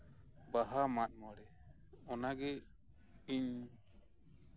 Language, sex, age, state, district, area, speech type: Santali, male, 30-45, West Bengal, Birbhum, rural, spontaneous